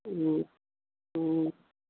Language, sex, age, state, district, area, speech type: Bengali, female, 30-45, West Bengal, Howrah, urban, conversation